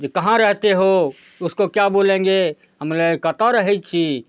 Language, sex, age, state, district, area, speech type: Maithili, male, 45-60, Bihar, Darbhanga, rural, spontaneous